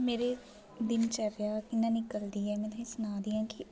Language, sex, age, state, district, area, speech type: Dogri, female, 18-30, Jammu and Kashmir, Jammu, rural, spontaneous